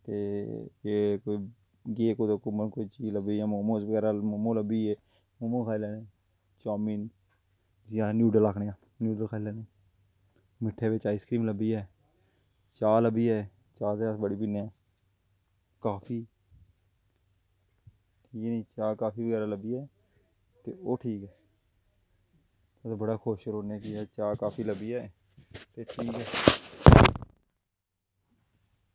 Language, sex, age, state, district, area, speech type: Dogri, male, 30-45, Jammu and Kashmir, Jammu, rural, spontaneous